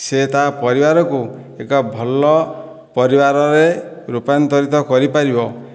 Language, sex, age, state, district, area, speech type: Odia, male, 60+, Odisha, Dhenkanal, rural, spontaneous